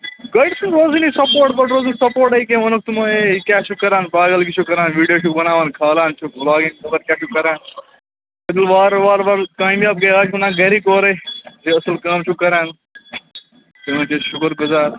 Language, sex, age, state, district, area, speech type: Kashmiri, male, 30-45, Jammu and Kashmir, Baramulla, rural, conversation